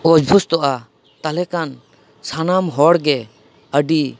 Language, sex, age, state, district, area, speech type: Santali, male, 30-45, West Bengal, Paschim Bardhaman, urban, spontaneous